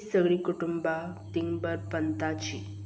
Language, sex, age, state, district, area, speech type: Goan Konkani, female, 18-30, Goa, Salcete, rural, read